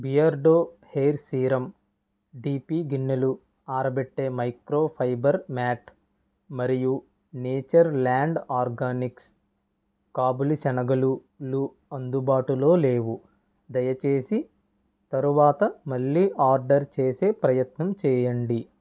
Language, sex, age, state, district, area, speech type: Telugu, male, 18-30, Andhra Pradesh, Kakinada, rural, read